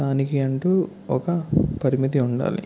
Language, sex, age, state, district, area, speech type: Telugu, male, 18-30, Andhra Pradesh, Eluru, rural, spontaneous